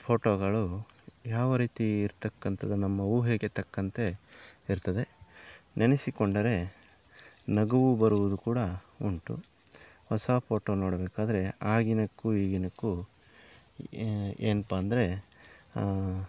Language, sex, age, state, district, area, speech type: Kannada, male, 30-45, Karnataka, Kolar, rural, spontaneous